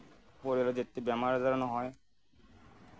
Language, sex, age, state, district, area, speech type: Assamese, male, 30-45, Assam, Nagaon, rural, spontaneous